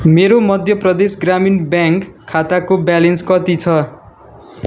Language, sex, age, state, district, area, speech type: Nepali, male, 18-30, West Bengal, Darjeeling, rural, read